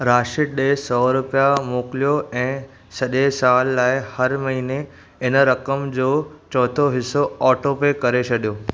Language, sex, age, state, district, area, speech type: Sindhi, male, 18-30, Maharashtra, Thane, urban, read